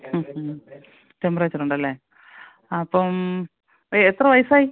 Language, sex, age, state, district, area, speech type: Malayalam, female, 45-60, Kerala, Thiruvananthapuram, urban, conversation